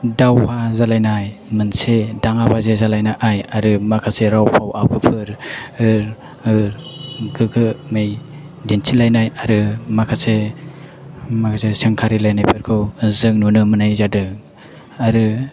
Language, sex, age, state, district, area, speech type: Bodo, male, 18-30, Assam, Chirang, rural, spontaneous